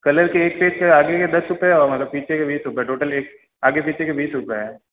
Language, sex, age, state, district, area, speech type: Hindi, male, 18-30, Rajasthan, Jodhpur, urban, conversation